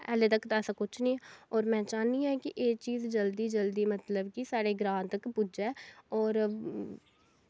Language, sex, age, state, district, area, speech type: Dogri, female, 18-30, Jammu and Kashmir, Kathua, rural, spontaneous